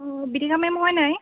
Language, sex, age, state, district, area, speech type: Assamese, female, 18-30, Assam, Tinsukia, urban, conversation